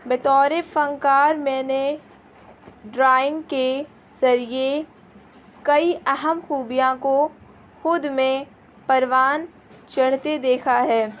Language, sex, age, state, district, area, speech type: Urdu, female, 18-30, Bihar, Gaya, rural, spontaneous